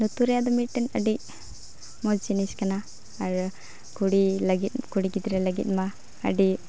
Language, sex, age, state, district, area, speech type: Santali, female, 18-30, West Bengal, Uttar Dinajpur, rural, spontaneous